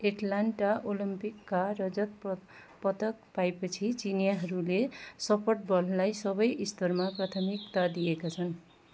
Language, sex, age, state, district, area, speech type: Nepali, female, 45-60, West Bengal, Kalimpong, rural, read